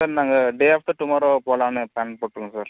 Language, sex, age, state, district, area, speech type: Tamil, male, 30-45, Tamil Nadu, Cuddalore, rural, conversation